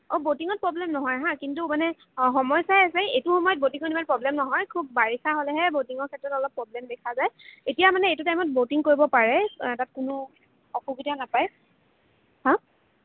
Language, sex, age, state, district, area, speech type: Assamese, female, 18-30, Assam, Kamrup Metropolitan, urban, conversation